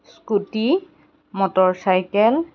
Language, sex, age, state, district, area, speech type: Assamese, female, 30-45, Assam, Golaghat, rural, spontaneous